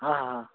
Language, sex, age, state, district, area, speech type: Marathi, male, 30-45, Maharashtra, Gadchiroli, rural, conversation